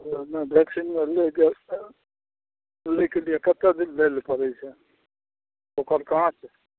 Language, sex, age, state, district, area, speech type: Maithili, male, 60+, Bihar, Madhepura, rural, conversation